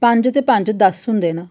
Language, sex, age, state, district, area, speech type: Dogri, female, 30-45, Jammu and Kashmir, Jammu, urban, read